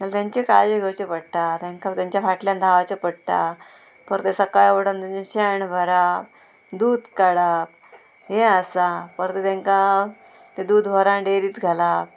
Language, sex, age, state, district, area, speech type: Goan Konkani, female, 30-45, Goa, Murmgao, rural, spontaneous